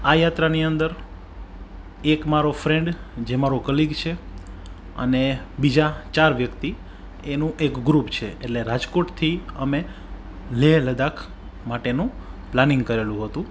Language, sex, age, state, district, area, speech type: Gujarati, male, 30-45, Gujarat, Rajkot, urban, spontaneous